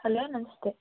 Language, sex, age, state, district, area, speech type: Kannada, female, 18-30, Karnataka, Chamarajanagar, rural, conversation